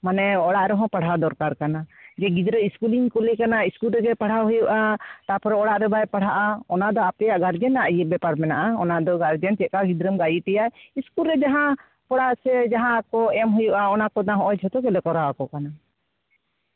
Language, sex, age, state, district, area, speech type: Santali, female, 30-45, West Bengal, Jhargram, rural, conversation